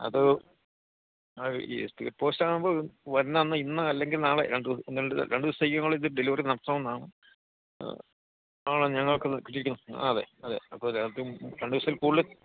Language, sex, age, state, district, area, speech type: Malayalam, male, 60+, Kerala, Idukki, rural, conversation